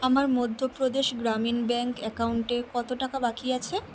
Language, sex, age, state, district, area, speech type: Bengali, female, 18-30, West Bengal, Kolkata, urban, read